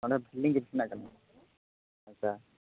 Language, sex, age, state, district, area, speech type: Santali, male, 18-30, Jharkhand, Seraikela Kharsawan, rural, conversation